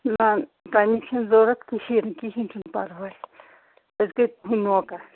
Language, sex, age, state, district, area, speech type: Kashmiri, female, 45-60, Jammu and Kashmir, Srinagar, urban, conversation